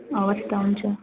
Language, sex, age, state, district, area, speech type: Nepali, female, 18-30, West Bengal, Darjeeling, rural, conversation